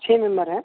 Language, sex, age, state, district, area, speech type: Hindi, male, 30-45, Bihar, Begusarai, rural, conversation